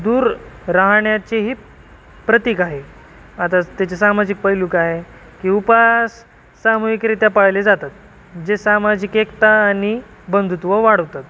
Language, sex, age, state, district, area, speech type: Marathi, male, 18-30, Maharashtra, Nanded, rural, spontaneous